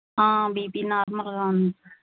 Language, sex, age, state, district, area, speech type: Telugu, female, 45-60, Andhra Pradesh, Nellore, rural, conversation